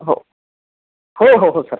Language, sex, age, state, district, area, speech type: Marathi, male, 30-45, Maharashtra, Buldhana, rural, conversation